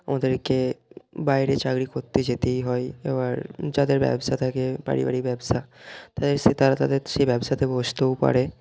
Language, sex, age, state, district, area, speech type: Bengali, male, 30-45, West Bengal, Bankura, urban, spontaneous